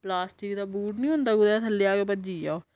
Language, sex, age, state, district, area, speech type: Dogri, female, 30-45, Jammu and Kashmir, Udhampur, rural, spontaneous